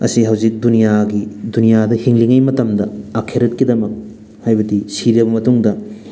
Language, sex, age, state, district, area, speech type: Manipuri, male, 30-45, Manipur, Thoubal, rural, spontaneous